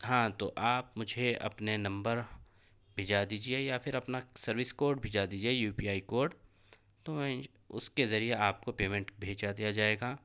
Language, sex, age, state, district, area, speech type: Urdu, male, 45-60, Telangana, Hyderabad, urban, spontaneous